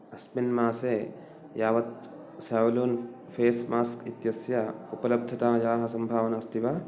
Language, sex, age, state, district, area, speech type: Sanskrit, male, 30-45, Karnataka, Uttara Kannada, rural, read